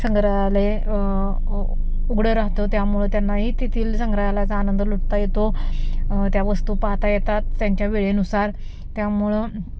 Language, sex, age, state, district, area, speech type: Marathi, female, 30-45, Maharashtra, Satara, rural, spontaneous